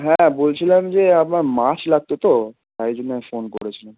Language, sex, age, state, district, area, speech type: Bengali, male, 18-30, West Bengal, Malda, rural, conversation